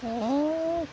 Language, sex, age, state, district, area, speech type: Bodo, female, 60+, Assam, Udalguri, rural, spontaneous